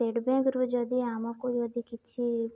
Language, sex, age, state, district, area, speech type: Odia, female, 18-30, Odisha, Balangir, urban, spontaneous